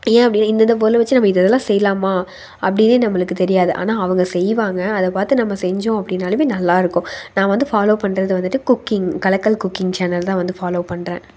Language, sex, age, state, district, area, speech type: Tamil, female, 18-30, Tamil Nadu, Tiruppur, rural, spontaneous